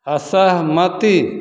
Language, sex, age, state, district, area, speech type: Maithili, male, 60+, Bihar, Begusarai, urban, read